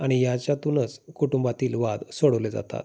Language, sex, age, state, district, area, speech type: Marathi, male, 30-45, Maharashtra, Osmanabad, rural, spontaneous